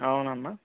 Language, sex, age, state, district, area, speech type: Telugu, male, 18-30, Telangana, Vikarabad, urban, conversation